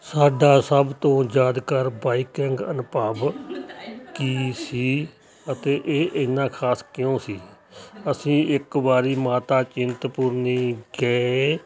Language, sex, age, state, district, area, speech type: Punjabi, male, 60+, Punjab, Hoshiarpur, rural, spontaneous